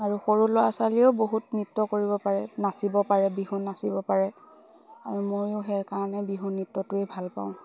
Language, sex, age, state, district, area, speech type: Assamese, female, 18-30, Assam, Lakhimpur, rural, spontaneous